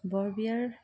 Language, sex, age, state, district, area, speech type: Assamese, female, 30-45, Assam, Dibrugarh, urban, spontaneous